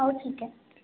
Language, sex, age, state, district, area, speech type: Marathi, female, 18-30, Maharashtra, Wardha, rural, conversation